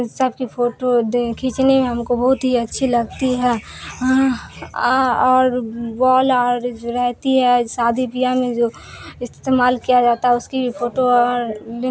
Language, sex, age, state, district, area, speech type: Urdu, female, 18-30, Bihar, Supaul, urban, spontaneous